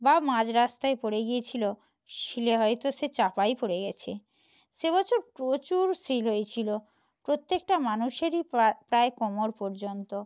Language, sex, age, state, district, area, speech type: Bengali, female, 45-60, West Bengal, Nadia, rural, spontaneous